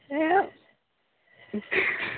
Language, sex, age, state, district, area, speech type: Assamese, male, 18-30, Assam, Lakhimpur, urban, conversation